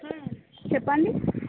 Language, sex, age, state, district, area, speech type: Telugu, female, 45-60, Andhra Pradesh, Visakhapatnam, urban, conversation